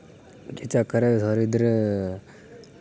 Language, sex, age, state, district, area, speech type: Dogri, male, 30-45, Jammu and Kashmir, Udhampur, rural, spontaneous